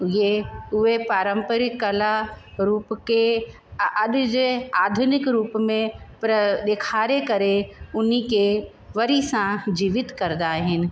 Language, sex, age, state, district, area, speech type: Sindhi, female, 45-60, Uttar Pradesh, Lucknow, rural, spontaneous